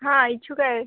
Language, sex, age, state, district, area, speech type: Marathi, female, 18-30, Maharashtra, Wardha, rural, conversation